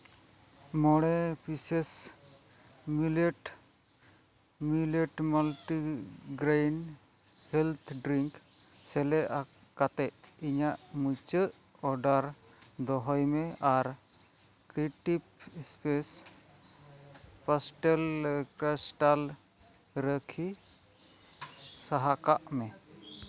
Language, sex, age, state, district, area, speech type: Santali, male, 30-45, West Bengal, Malda, rural, read